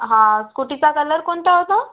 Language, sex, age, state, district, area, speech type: Marathi, female, 18-30, Maharashtra, Washim, urban, conversation